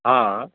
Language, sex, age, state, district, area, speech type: Urdu, male, 45-60, Uttar Pradesh, Mau, urban, conversation